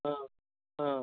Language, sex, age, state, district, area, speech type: Tamil, male, 45-60, Tamil Nadu, Tiruchirappalli, rural, conversation